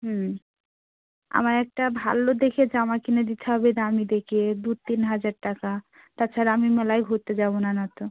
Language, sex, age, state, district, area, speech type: Bengali, female, 45-60, West Bengal, South 24 Parganas, rural, conversation